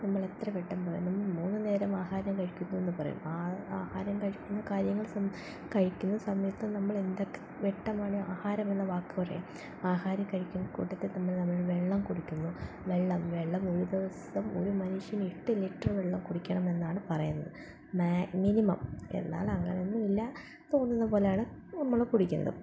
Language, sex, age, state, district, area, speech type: Malayalam, female, 18-30, Kerala, Palakkad, rural, spontaneous